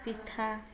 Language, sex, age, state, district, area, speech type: Assamese, female, 45-60, Assam, Darrang, rural, spontaneous